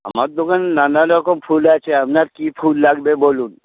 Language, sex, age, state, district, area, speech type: Bengali, male, 60+, West Bengal, Hooghly, rural, conversation